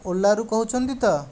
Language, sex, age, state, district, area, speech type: Odia, male, 60+, Odisha, Jajpur, rural, spontaneous